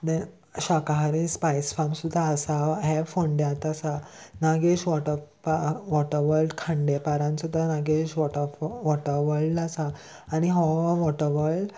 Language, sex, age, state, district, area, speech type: Goan Konkani, male, 18-30, Goa, Salcete, urban, spontaneous